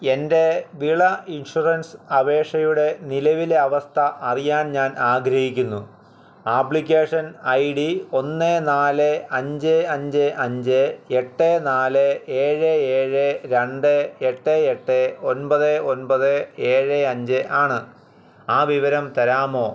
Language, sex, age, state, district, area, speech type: Malayalam, male, 45-60, Kerala, Alappuzha, rural, read